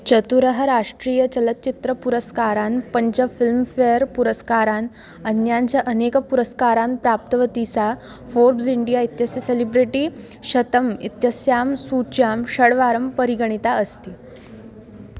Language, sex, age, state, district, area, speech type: Sanskrit, female, 18-30, Maharashtra, Wardha, urban, read